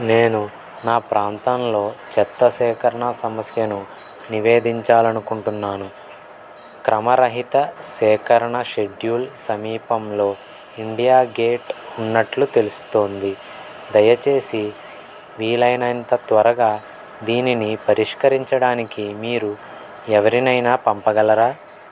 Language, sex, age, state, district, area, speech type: Telugu, male, 18-30, Andhra Pradesh, N T Rama Rao, urban, read